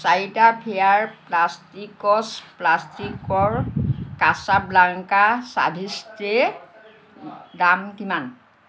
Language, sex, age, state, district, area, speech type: Assamese, female, 60+, Assam, Lakhimpur, rural, read